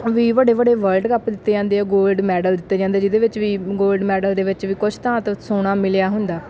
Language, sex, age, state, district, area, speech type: Punjabi, female, 18-30, Punjab, Bathinda, rural, spontaneous